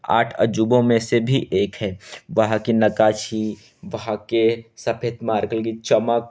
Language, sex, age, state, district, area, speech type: Hindi, male, 18-30, Madhya Pradesh, Betul, urban, spontaneous